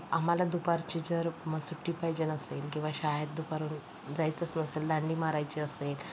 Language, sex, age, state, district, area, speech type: Marathi, female, 60+, Maharashtra, Yavatmal, rural, spontaneous